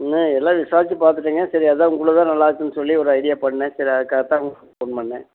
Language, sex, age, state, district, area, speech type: Tamil, male, 60+, Tamil Nadu, Erode, rural, conversation